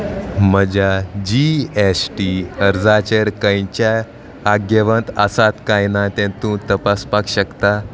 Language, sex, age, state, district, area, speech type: Goan Konkani, male, 18-30, Goa, Salcete, rural, read